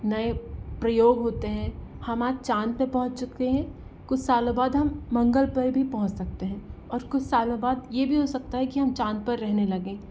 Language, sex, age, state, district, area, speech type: Hindi, female, 18-30, Madhya Pradesh, Bhopal, urban, spontaneous